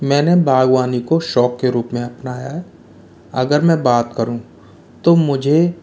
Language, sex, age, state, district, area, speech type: Hindi, male, 60+, Rajasthan, Jaipur, urban, spontaneous